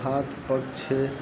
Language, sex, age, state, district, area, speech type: Gujarati, male, 30-45, Gujarat, Narmada, rural, spontaneous